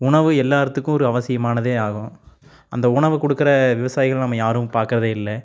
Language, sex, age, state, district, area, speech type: Tamil, male, 18-30, Tamil Nadu, Tiruppur, rural, spontaneous